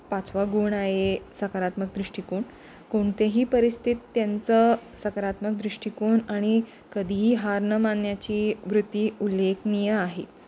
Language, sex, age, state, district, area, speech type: Marathi, female, 18-30, Maharashtra, Pune, urban, spontaneous